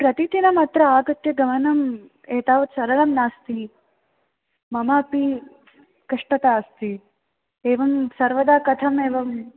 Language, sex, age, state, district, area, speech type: Sanskrit, female, 18-30, Kerala, Palakkad, urban, conversation